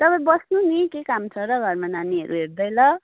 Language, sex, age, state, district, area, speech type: Nepali, female, 18-30, West Bengal, Kalimpong, rural, conversation